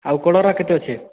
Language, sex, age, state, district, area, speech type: Odia, male, 18-30, Odisha, Boudh, rural, conversation